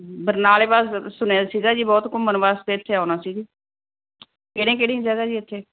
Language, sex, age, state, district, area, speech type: Punjabi, female, 45-60, Punjab, Barnala, urban, conversation